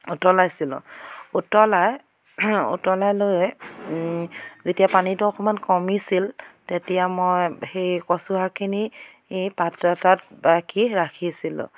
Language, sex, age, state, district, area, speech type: Assamese, female, 45-60, Assam, Dhemaji, rural, spontaneous